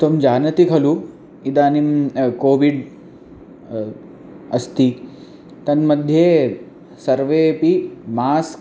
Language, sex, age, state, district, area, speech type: Sanskrit, male, 18-30, Punjab, Amritsar, urban, spontaneous